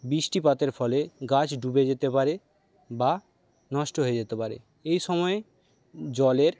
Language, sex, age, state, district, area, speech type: Bengali, male, 60+, West Bengal, Paschim Medinipur, rural, spontaneous